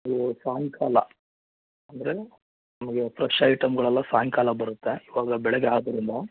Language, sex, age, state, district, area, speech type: Kannada, male, 30-45, Karnataka, Mandya, rural, conversation